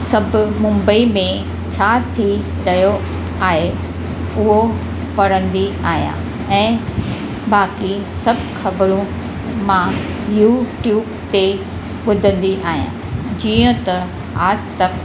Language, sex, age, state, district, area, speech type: Sindhi, female, 60+, Maharashtra, Mumbai Suburban, urban, spontaneous